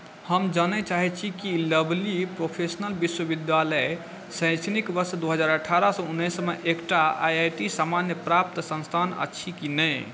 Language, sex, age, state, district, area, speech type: Maithili, male, 18-30, Bihar, Saharsa, urban, read